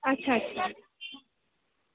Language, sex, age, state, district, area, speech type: Dogri, female, 18-30, Jammu and Kashmir, Jammu, rural, conversation